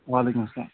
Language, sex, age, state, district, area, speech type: Kashmiri, male, 45-60, Jammu and Kashmir, Srinagar, urban, conversation